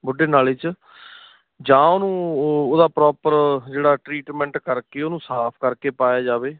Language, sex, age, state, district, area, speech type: Punjabi, male, 30-45, Punjab, Ludhiana, rural, conversation